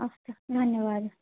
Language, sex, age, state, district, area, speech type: Sanskrit, female, 18-30, Odisha, Bhadrak, rural, conversation